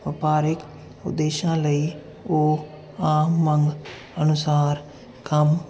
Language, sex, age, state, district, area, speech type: Punjabi, male, 30-45, Punjab, Jalandhar, urban, spontaneous